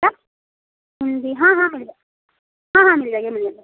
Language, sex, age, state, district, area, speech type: Hindi, female, 18-30, Uttar Pradesh, Prayagraj, rural, conversation